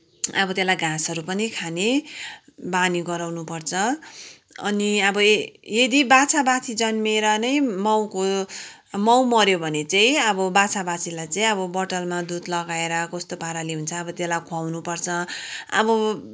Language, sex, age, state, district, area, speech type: Nepali, female, 45-60, West Bengal, Kalimpong, rural, spontaneous